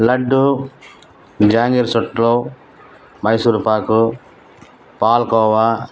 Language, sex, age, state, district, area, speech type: Telugu, male, 60+, Andhra Pradesh, Nellore, rural, spontaneous